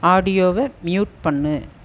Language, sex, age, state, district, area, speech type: Tamil, female, 60+, Tamil Nadu, Erode, urban, read